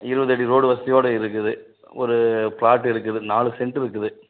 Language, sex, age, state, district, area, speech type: Tamil, male, 45-60, Tamil Nadu, Dharmapuri, urban, conversation